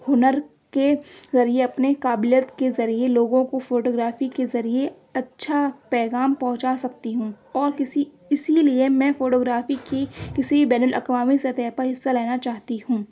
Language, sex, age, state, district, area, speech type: Urdu, female, 18-30, Uttar Pradesh, Aligarh, urban, spontaneous